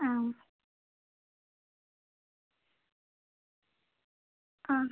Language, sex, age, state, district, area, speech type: Malayalam, female, 18-30, Kerala, Kozhikode, urban, conversation